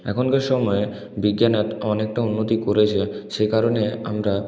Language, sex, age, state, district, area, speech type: Bengali, male, 18-30, West Bengal, Purulia, urban, spontaneous